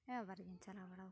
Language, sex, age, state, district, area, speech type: Santali, female, 18-30, West Bengal, Uttar Dinajpur, rural, spontaneous